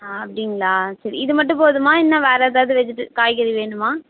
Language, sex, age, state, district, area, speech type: Tamil, female, 18-30, Tamil Nadu, Kallakurichi, rural, conversation